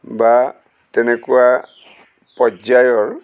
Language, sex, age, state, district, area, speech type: Assamese, male, 60+, Assam, Golaghat, urban, spontaneous